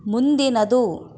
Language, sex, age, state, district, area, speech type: Kannada, female, 30-45, Karnataka, Davanagere, rural, read